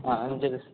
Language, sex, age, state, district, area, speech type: Malayalam, male, 18-30, Kerala, Malappuram, rural, conversation